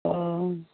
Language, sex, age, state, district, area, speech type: Assamese, female, 60+, Assam, Dhemaji, rural, conversation